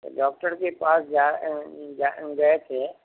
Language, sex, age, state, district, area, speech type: Urdu, male, 60+, Bihar, Madhubani, rural, conversation